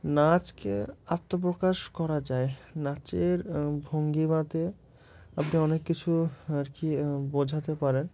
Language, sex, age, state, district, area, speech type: Bengali, male, 18-30, West Bengal, Murshidabad, urban, spontaneous